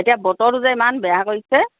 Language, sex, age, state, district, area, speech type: Assamese, female, 60+, Assam, Dibrugarh, rural, conversation